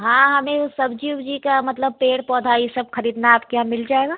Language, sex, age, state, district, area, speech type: Hindi, female, 30-45, Bihar, Begusarai, rural, conversation